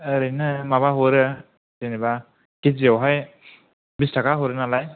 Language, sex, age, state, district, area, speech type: Bodo, male, 18-30, Assam, Kokrajhar, rural, conversation